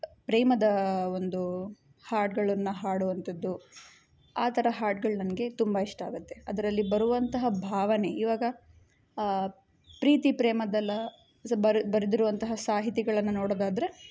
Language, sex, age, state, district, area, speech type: Kannada, female, 18-30, Karnataka, Chitradurga, urban, spontaneous